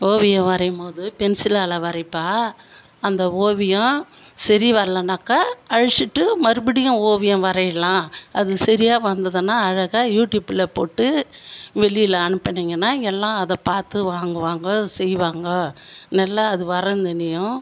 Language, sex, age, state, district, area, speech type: Tamil, female, 60+, Tamil Nadu, Viluppuram, rural, spontaneous